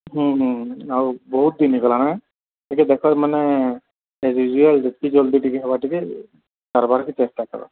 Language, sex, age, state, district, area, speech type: Odia, male, 45-60, Odisha, Nuapada, urban, conversation